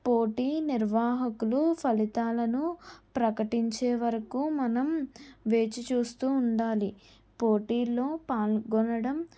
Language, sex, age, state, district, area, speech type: Telugu, female, 18-30, Andhra Pradesh, N T Rama Rao, urban, spontaneous